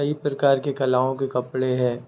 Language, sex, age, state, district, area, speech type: Hindi, male, 30-45, Madhya Pradesh, Hoshangabad, rural, spontaneous